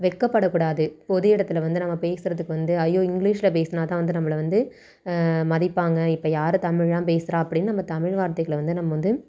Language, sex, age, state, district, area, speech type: Tamil, female, 18-30, Tamil Nadu, Thanjavur, rural, spontaneous